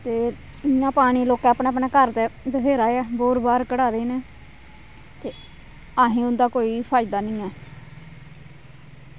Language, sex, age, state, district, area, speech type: Dogri, female, 30-45, Jammu and Kashmir, Kathua, rural, spontaneous